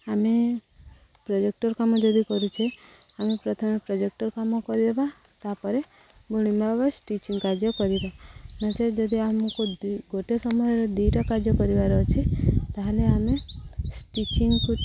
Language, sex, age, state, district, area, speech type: Odia, female, 45-60, Odisha, Subarnapur, urban, spontaneous